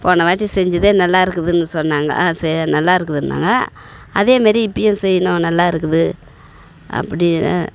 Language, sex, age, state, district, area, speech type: Tamil, female, 45-60, Tamil Nadu, Tiruvannamalai, urban, spontaneous